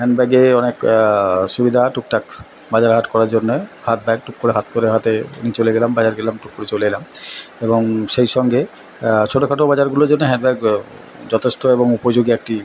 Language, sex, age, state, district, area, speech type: Bengali, male, 45-60, West Bengal, Purba Bardhaman, urban, spontaneous